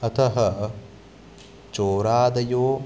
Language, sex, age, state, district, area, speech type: Sanskrit, male, 18-30, Karnataka, Uttara Kannada, urban, spontaneous